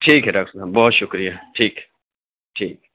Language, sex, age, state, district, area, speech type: Urdu, male, 18-30, Delhi, Central Delhi, urban, conversation